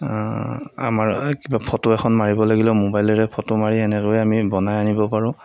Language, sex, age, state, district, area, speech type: Assamese, male, 45-60, Assam, Darrang, rural, spontaneous